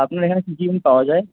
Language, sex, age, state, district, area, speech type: Bengali, male, 18-30, West Bengal, Kolkata, urban, conversation